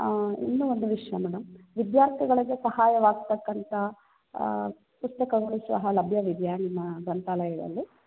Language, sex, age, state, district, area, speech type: Kannada, female, 45-60, Karnataka, Chikkaballapur, rural, conversation